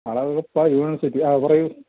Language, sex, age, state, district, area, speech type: Malayalam, male, 30-45, Kerala, Thiruvananthapuram, urban, conversation